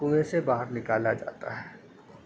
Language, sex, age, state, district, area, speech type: Urdu, male, 30-45, Uttar Pradesh, Gautam Buddha Nagar, urban, spontaneous